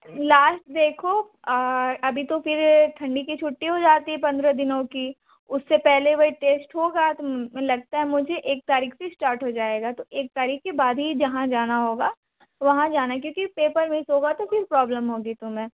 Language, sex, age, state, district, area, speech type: Hindi, female, 18-30, Uttar Pradesh, Sonbhadra, rural, conversation